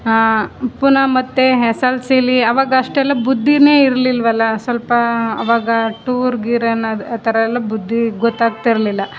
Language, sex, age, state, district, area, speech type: Kannada, female, 30-45, Karnataka, Chamarajanagar, rural, spontaneous